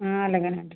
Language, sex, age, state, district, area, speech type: Telugu, female, 60+, Andhra Pradesh, West Godavari, rural, conversation